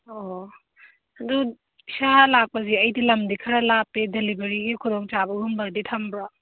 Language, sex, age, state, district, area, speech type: Manipuri, female, 45-60, Manipur, Churachandpur, urban, conversation